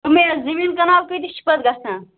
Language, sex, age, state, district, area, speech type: Kashmiri, female, 30-45, Jammu and Kashmir, Bandipora, rural, conversation